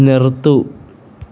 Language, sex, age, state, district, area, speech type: Malayalam, male, 18-30, Kerala, Kollam, rural, read